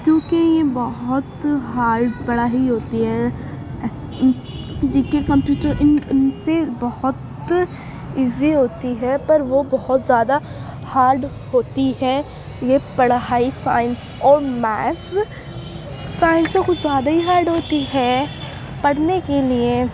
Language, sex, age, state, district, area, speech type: Urdu, female, 18-30, Uttar Pradesh, Ghaziabad, urban, spontaneous